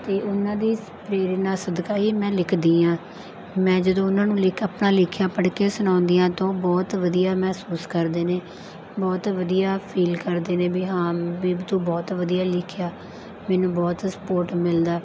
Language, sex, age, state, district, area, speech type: Punjabi, female, 30-45, Punjab, Mansa, rural, spontaneous